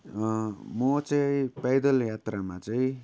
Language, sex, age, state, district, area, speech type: Nepali, male, 30-45, West Bengal, Darjeeling, rural, spontaneous